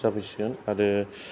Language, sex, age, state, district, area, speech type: Bodo, male, 45-60, Assam, Kokrajhar, rural, spontaneous